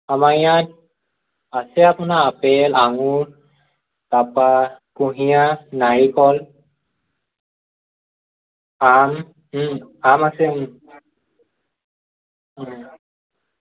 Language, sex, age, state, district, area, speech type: Assamese, male, 18-30, Assam, Morigaon, rural, conversation